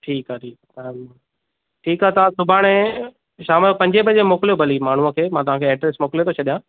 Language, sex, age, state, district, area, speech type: Sindhi, male, 30-45, Maharashtra, Thane, urban, conversation